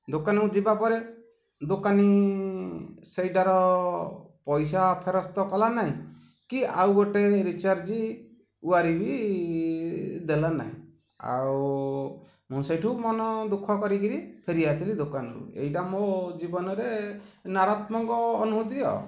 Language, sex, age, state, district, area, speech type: Odia, male, 45-60, Odisha, Ganjam, urban, spontaneous